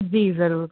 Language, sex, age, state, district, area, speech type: Urdu, female, 30-45, Uttar Pradesh, Rampur, urban, conversation